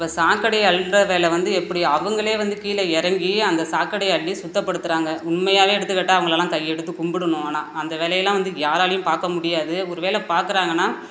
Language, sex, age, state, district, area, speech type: Tamil, female, 30-45, Tamil Nadu, Perambalur, rural, spontaneous